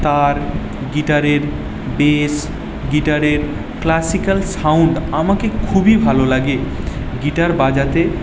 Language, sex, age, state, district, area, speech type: Bengali, male, 18-30, West Bengal, Paschim Medinipur, rural, spontaneous